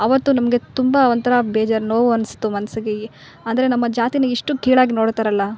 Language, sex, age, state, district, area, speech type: Kannada, female, 18-30, Karnataka, Vijayanagara, rural, spontaneous